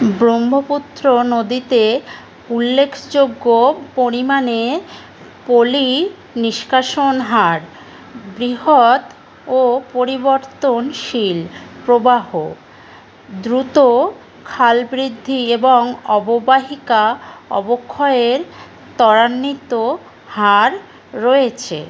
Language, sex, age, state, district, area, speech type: Bengali, female, 30-45, West Bengal, Howrah, urban, read